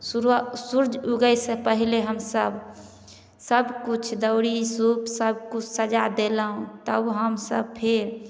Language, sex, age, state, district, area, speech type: Maithili, female, 30-45, Bihar, Samastipur, urban, spontaneous